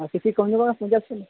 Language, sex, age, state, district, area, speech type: Santali, male, 45-60, Odisha, Mayurbhanj, rural, conversation